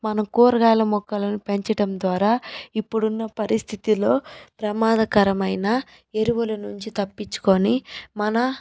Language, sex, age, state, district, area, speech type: Telugu, female, 30-45, Andhra Pradesh, Chittoor, rural, spontaneous